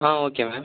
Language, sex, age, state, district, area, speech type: Tamil, male, 18-30, Tamil Nadu, Viluppuram, urban, conversation